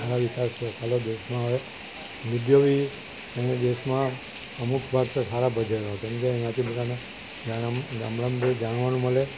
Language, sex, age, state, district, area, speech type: Gujarati, male, 60+, Gujarat, Valsad, rural, spontaneous